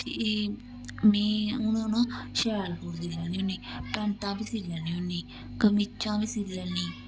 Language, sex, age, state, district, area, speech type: Dogri, female, 30-45, Jammu and Kashmir, Samba, rural, spontaneous